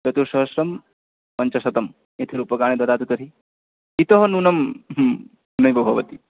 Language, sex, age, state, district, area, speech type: Sanskrit, male, 18-30, West Bengal, Paschim Medinipur, rural, conversation